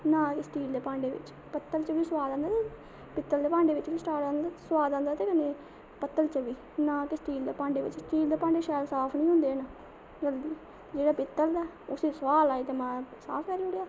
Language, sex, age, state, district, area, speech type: Dogri, female, 18-30, Jammu and Kashmir, Samba, rural, spontaneous